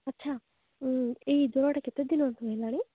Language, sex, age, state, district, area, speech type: Odia, female, 45-60, Odisha, Nabarangpur, rural, conversation